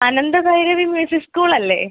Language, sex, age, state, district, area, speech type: Malayalam, female, 18-30, Kerala, Kollam, rural, conversation